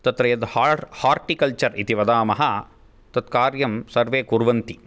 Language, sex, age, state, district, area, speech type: Sanskrit, male, 18-30, Karnataka, Bangalore Urban, urban, spontaneous